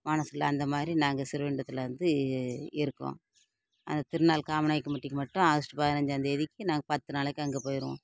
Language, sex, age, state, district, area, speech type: Tamil, female, 45-60, Tamil Nadu, Thoothukudi, rural, spontaneous